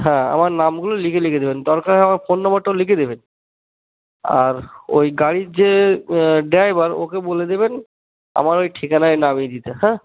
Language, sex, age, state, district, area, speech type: Bengali, male, 30-45, West Bengal, Cooch Behar, urban, conversation